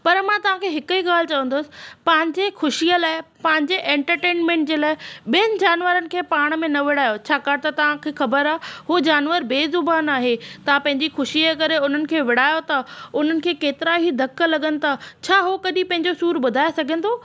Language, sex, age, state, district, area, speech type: Sindhi, female, 30-45, Maharashtra, Thane, urban, spontaneous